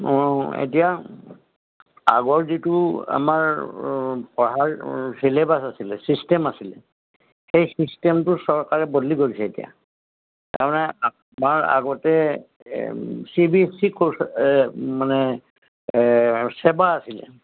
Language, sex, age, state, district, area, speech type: Assamese, male, 60+, Assam, Golaghat, rural, conversation